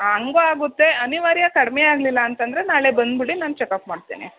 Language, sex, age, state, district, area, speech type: Kannada, female, 18-30, Karnataka, Mandya, rural, conversation